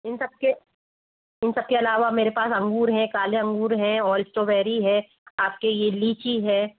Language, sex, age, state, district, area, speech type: Hindi, female, 60+, Rajasthan, Jaipur, urban, conversation